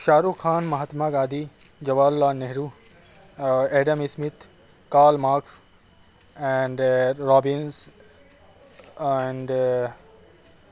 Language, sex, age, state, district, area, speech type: Urdu, male, 18-30, Uttar Pradesh, Azamgarh, urban, spontaneous